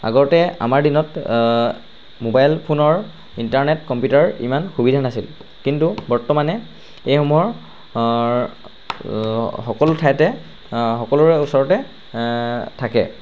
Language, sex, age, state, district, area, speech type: Assamese, male, 45-60, Assam, Charaideo, rural, spontaneous